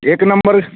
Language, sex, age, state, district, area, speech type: Hindi, male, 30-45, Bihar, Samastipur, urban, conversation